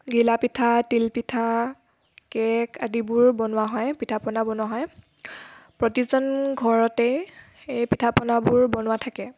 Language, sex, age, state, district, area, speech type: Assamese, female, 18-30, Assam, Tinsukia, urban, spontaneous